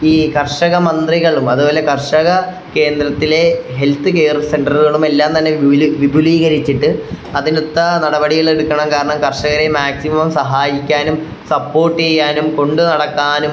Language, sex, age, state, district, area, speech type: Malayalam, male, 30-45, Kerala, Wayanad, rural, spontaneous